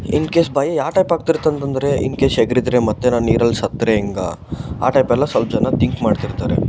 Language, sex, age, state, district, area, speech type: Kannada, male, 18-30, Karnataka, Koppal, rural, spontaneous